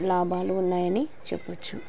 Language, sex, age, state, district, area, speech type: Telugu, female, 30-45, Andhra Pradesh, Kurnool, rural, spontaneous